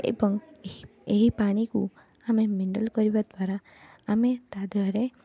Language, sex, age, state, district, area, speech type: Odia, female, 18-30, Odisha, Cuttack, urban, spontaneous